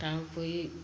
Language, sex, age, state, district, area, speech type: Assamese, female, 45-60, Assam, Sivasagar, rural, spontaneous